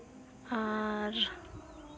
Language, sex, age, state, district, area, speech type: Santali, female, 18-30, West Bengal, Uttar Dinajpur, rural, spontaneous